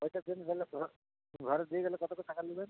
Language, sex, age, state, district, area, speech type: Bengali, male, 60+, West Bengal, Uttar Dinajpur, urban, conversation